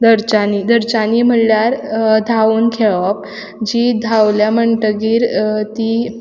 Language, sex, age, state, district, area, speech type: Goan Konkani, female, 18-30, Goa, Quepem, rural, spontaneous